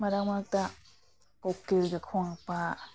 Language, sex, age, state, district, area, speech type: Manipuri, female, 30-45, Manipur, Imphal East, rural, spontaneous